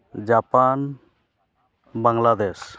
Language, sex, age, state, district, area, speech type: Santali, male, 30-45, Jharkhand, East Singhbhum, rural, spontaneous